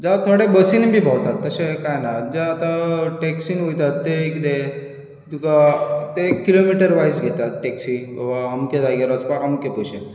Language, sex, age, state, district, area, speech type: Goan Konkani, male, 45-60, Goa, Bardez, urban, spontaneous